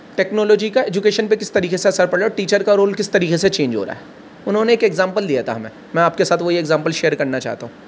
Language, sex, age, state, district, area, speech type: Urdu, male, 30-45, Delhi, Central Delhi, urban, spontaneous